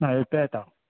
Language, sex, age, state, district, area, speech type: Goan Konkani, male, 45-60, Goa, Bardez, rural, conversation